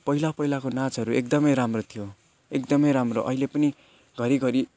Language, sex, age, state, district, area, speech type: Nepali, male, 18-30, West Bengal, Jalpaiguri, rural, spontaneous